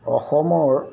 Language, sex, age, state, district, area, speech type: Assamese, male, 60+, Assam, Golaghat, urban, spontaneous